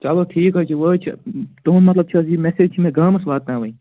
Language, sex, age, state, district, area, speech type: Kashmiri, male, 18-30, Jammu and Kashmir, Anantnag, rural, conversation